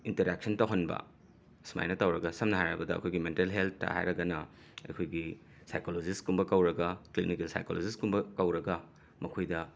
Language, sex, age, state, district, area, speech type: Manipuri, male, 45-60, Manipur, Imphal West, urban, spontaneous